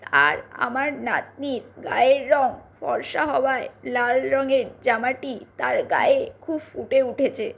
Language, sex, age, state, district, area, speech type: Bengali, female, 60+, West Bengal, Purulia, urban, spontaneous